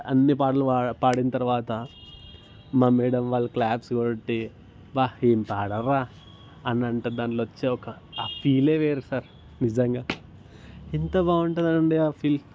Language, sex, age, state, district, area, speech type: Telugu, male, 18-30, Telangana, Ranga Reddy, urban, spontaneous